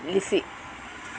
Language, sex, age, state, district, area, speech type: Malayalam, female, 60+, Kerala, Alappuzha, rural, spontaneous